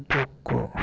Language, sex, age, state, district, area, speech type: Telugu, male, 60+, Andhra Pradesh, Eluru, rural, read